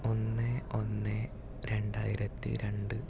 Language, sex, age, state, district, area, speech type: Malayalam, male, 18-30, Kerala, Malappuram, rural, spontaneous